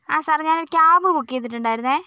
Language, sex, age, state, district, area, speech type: Malayalam, female, 45-60, Kerala, Wayanad, rural, spontaneous